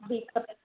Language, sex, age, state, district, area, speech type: Sindhi, female, 60+, Maharashtra, Mumbai Suburban, urban, conversation